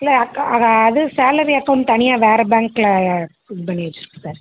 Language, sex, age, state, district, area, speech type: Tamil, female, 18-30, Tamil Nadu, Madurai, urban, conversation